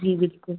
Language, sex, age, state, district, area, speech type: Hindi, female, 18-30, Madhya Pradesh, Chhindwara, urban, conversation